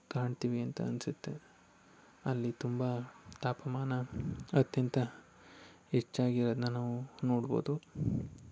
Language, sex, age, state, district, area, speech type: Kannada, male, 18-30, Karnataka, Chamarajanagar, rural, spontaneous